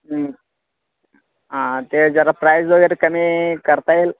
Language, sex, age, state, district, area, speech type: Marathi, male, 18-30, Maharashtra, Sangli, urban, conversation